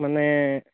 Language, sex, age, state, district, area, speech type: Assamese, male, 18-30, Assam, Barpeta, rural, conversation